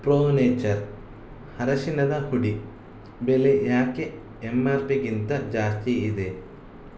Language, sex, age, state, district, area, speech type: Kannada, male, 18-30, Karnataka, Shimoga, rural, read